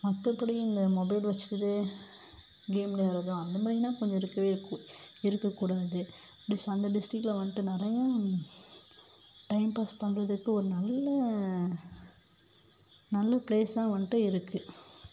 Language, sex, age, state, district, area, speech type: Tamil, female, 30-45, Tamil Nadu, Mayiladuthurai, rural, spontaneous